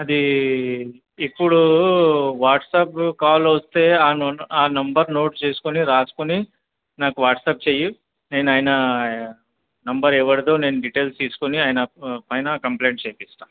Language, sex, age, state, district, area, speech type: Telugu, male, 30-45, Andhra Pradesh, Krishna, urban, conversation